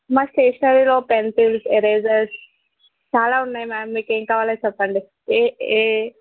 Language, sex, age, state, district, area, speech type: Telugu, female, 18-30, Telangana, Mahbubnagar, urban, conversation